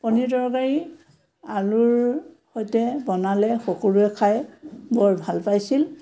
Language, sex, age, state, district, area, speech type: Assamese, female, 60+, Assam, Biswanath, rural, spontaneous